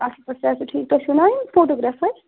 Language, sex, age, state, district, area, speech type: Kashmiri, male, 45-60, Jammu and Kashmir, Budgam, rural, conversation